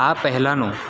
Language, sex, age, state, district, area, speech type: Gujarati, male, 18-30, Gujarat, Valsad, rural, read